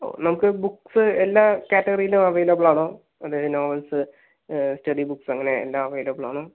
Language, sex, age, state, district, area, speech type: Malayalam, male, 30-45, Kerala, Palakkad, rural, conversation